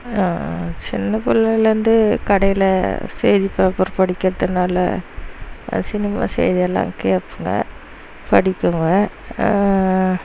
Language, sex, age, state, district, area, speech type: Tamil, female, 30-45, Tamil Nadu, Dharmapuri, rural, spontaneous